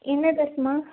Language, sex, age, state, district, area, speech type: Tamil, female, 30-45, Tamil Nadu, Nilgiris, urban, conversation